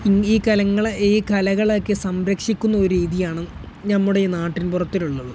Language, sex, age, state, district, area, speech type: Malayalam, male, 18-30, Kerala, Malappuram, rural, spontaneous